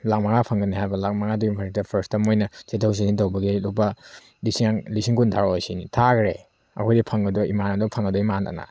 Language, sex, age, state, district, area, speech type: Manipuri, male, 30-45, Manipur, Tengnoupal, urban, spontaneous